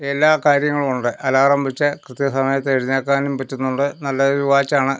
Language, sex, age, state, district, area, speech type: Malayalam, male, 60+, Kerala, Pathanamthitta, urban, spontaneous